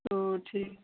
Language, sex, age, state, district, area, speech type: Hindi, female, 30-45, Uttar Pradesh, Mau, rural, conversation